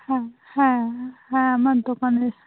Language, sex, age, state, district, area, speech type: Bengali, female, 30-45, West Bengal, North 24 Parganas, rural, conversation